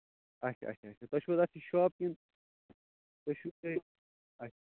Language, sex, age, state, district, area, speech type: Kashmiri, male, 18-30, Jammu and Kashmir, Kupwara, rural, conversation